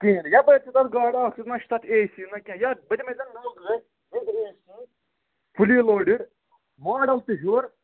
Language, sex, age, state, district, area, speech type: Kashmiri, male, 18-30, Jammu and Kashmir, Budgam, rural, conversation